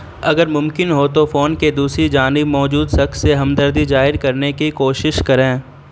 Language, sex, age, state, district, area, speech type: Urdu, male, 18-30, Bihar, Saharsa, rural, read